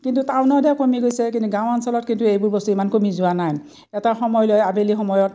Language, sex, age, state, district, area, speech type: Assamese, female, 60+, Assam, Udalguri, rural, spontaneous